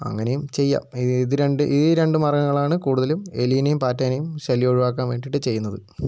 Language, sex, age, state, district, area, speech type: Malayalam, male, 30-45, Kerala, Wayanad, rural, spontaneous